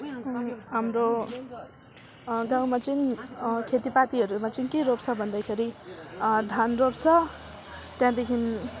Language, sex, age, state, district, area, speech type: Nepali, female, 18-30, West Bengal, Alipurduar, rural, spontaneous